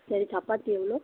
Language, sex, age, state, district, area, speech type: Tamil, female, 30-45, Tamil Nadu, Tiruvannamalai, rural, conversation